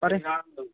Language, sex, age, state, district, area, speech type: Assamese, male, 18-30, Assam, Goalpara, rural, conversation